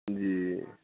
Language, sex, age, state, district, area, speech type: Maithili, male, 18-30, Bihar, Saharsa, rural, conversation